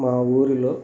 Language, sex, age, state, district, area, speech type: Telugu, male, 45-60, Andhra Pradesh, Krishna, rural, spontaneous